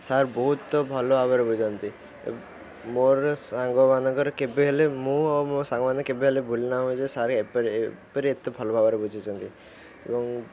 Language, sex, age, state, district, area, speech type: Odia, male, 18-30, Odisha, Ganjam, urban, spontaneous